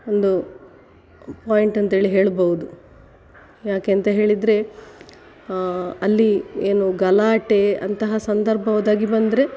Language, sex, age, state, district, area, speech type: Kannada, female, 45-60, Karnataka, Dakshina Kannada, rural, spontaneous